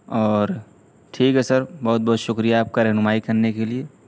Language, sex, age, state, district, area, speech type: Urdu, male, 18-30, Uttar Pradesh, Siddharthnagar, rural, spontaneous